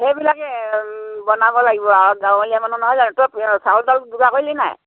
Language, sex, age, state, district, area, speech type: Assamese, female, 60+, Assam, Dhemaji, rural, conversation